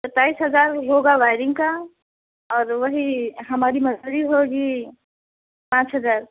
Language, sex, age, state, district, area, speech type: Hindi, female, 18-30, Uttar Pradesh, Prayagraj, rural, conversation